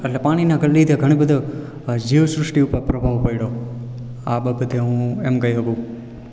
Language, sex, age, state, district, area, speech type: Gujarati, male, 18-30, Gujarat, Rajkot, rural, spontaneous